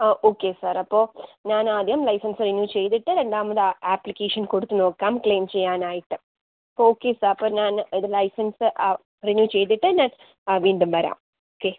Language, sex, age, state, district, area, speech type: Malayalam, female, 18-30, Kerala, Thiruvananthapuram, urban, conversation